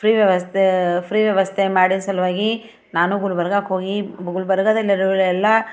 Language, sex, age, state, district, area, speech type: Kannada, female, 45-60, Karnataka, Bidar, urban, spontaneous